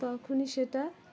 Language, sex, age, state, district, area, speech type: Bengali, female, 18-30, West Bengal, Dakshin Dinajpur, urban, spontaneous